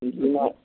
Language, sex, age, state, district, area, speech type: Urdu, male, 18-30, Telangana, Hyderabad, urban, conversation